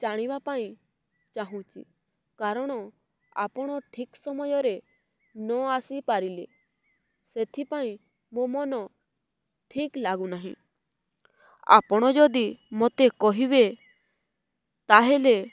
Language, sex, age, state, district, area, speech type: Odia, female, 18-30, Odisha, Balangir, urban, spontaneous